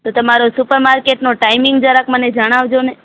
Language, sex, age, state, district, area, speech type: Gujarati, female, 45-60, Gujarat, Morbi, rural, conversation